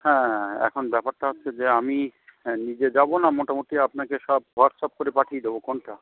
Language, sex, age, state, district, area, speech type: Bengali, male, 45-60, West Bengal, Howrah, urban, conversation